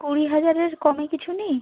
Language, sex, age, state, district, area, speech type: Bengali, female, 30-45, West Bengal, Bankura, urban, conversation